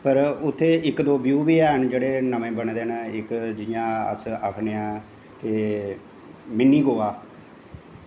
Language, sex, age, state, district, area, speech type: Dogri, male, 45-60, Jammu and Kashmir, Jammu, urban, spontaneous